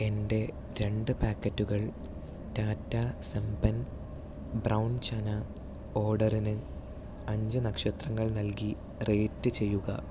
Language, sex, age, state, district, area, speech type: Malayalam, male, 18-30, Kerala, Malappuram, rural, read